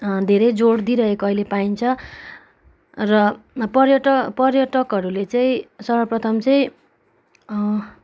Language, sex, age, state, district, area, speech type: Nepali, female, 18-30, West Bengal, Kalimpong, rural, spontaneous